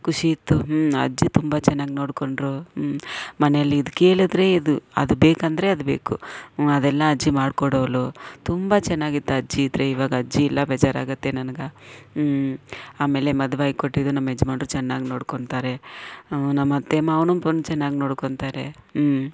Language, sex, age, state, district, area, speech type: Kannada, female, 45-60, Karnataka, Bangalore Rural, rural, spontaneous